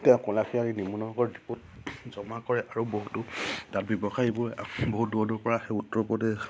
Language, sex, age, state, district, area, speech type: Assamese, male, 30-45, Assam, Charaideo, rural, spontaneous